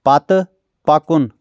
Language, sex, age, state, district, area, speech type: Kashmiri, male, 30-45, Jammu and Kashmir, Anantnag, rural, read